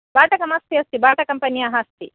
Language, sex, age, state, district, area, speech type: Sanskrit, female, 30-45, Karnataka, Dakshina Kannada, rural, conversation